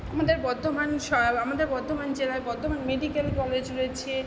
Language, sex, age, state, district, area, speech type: Bengali, female, 60+, West Bengal, Purba Bardhaman, urban, spontaneous